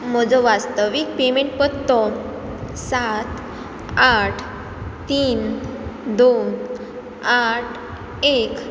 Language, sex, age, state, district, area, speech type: Goan Konkani, female, 18-30, Goa, Ponda, rural, read